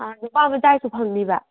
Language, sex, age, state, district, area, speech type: Manipuri, female, 18-30, Manipur, Kangpokpi, urban, conversation